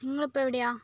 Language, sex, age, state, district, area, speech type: Malayalam, female, 45-60, Kerala, Wayanad, rural, spontaneous